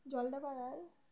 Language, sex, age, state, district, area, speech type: Bengali, female, 18-30, West Bengal, Uttar Dinajpur, urban, spontaneous